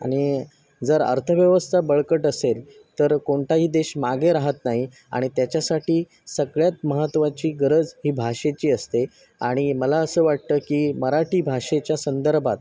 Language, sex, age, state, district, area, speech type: Marathi, male, 30-45, Maharashtra, Sindhudurg, rural, spontaneous